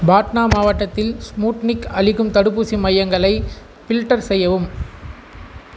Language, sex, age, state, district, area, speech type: Tamil, male, 18-30, Tamil Nadu, Tiruvannamalai, urban, read